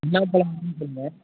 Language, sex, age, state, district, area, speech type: Tamil, male, 30-45, Tamil Nadu, Kallakurichi, urban, conversation